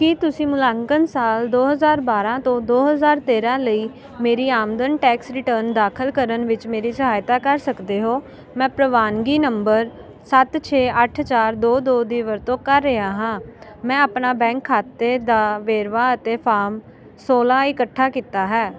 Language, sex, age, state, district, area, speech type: Punjabi, female, 18-30, Punjab, Ludhiana, rural, read